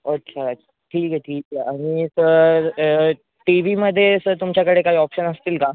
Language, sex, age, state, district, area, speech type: Marathi, male, 18-30, Maharashtra, Thane, urban, conversation